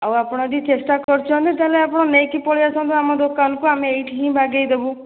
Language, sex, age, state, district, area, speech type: Odia, female, 18-30, Odisha, Jajpur, rural, conversation